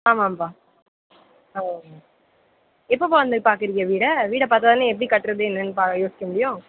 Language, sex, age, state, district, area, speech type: Tamil, female, 30-45, Tamil Nadu, Pudukkottai, rural, conversation